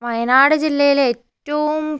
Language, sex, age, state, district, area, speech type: Malayalam, female, 30-45, Kerala, Wayanad, rural, spontaneous